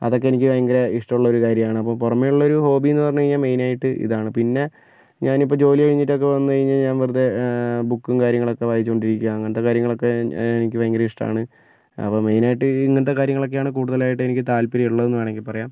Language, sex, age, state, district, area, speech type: Malayalam, male, 45-60, Kerala, Kozhikode, urban, spontaneous